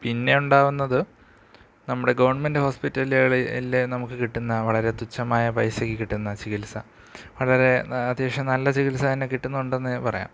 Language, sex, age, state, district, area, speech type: Malayalam, male, 18-30, Kerala, Thiruvananthapuram, urban, spontaneous